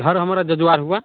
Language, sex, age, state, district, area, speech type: Hindi, male, 30-45, Bihar, Muzaffarpur, urban, conversation